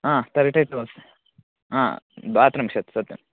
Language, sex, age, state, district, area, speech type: Sanskrit, male, 18-30, Karnataka, Mandya, rural, conversation